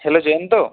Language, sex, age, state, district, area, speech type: Bengali, male, 30-45, West Bengal, Purulia, urban, conversation